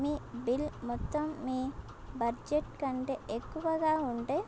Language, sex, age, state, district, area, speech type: Telugu, female, 18-30, Telangana, Komaram Bheem, urban, spontaneous